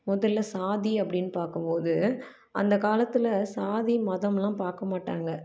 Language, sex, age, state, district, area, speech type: Tamil, female, 30-45, Tamil Nadu, Salem, urban, spontaneous